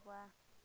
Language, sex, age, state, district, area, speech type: Assamese, female, 30-45, Assam, Lakhimpur, rural, spontaneous